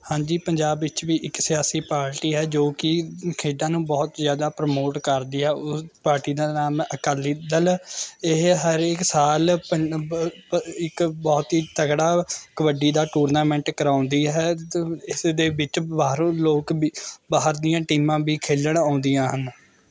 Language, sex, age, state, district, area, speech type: Punjabi, male, 18-30, Punjab, Mohali, rural, spontaneous